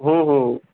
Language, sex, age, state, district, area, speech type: Bengali, male, 18-30, West Bengal, Kolkata, urban, conversation